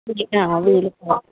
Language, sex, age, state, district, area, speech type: Telugu, female, 30-45, Telangana, Medchal, rural, conversation